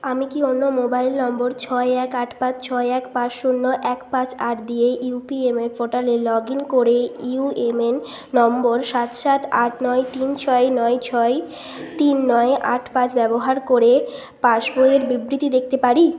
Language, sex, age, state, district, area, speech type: Bengali, female, 18-30, West Bengal, Bankura, urban, read